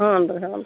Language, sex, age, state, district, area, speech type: Kannada, female, 60+, Karnataka, Gadag, rural, conversation